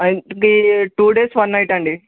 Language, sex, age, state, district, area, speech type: Telugu, male, 18-30, Telangana, Medak, rural, conversation